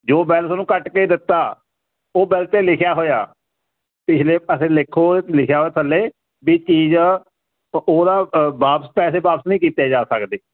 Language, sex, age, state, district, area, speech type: Punjabi, male, 45-60, Punjab, Moga, rural, conversation